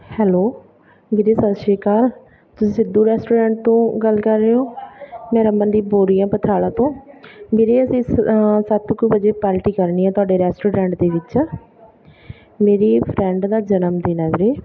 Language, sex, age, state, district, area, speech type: Punjabi, female, 30-45, Punjab, Bathinda, rural, spontaneous